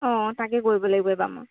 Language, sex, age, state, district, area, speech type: Assamese, female, 45-60, Assam, Lakhimpur, rural, conversation